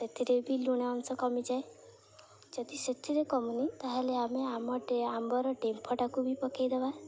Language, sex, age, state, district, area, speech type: Odia, female, 18-30, Odisha, Jagatsinghpur, rural, spontaneous